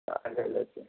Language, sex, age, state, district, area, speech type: Bengali, male, 45-60, West Bengal, Hooghly, urban, conversation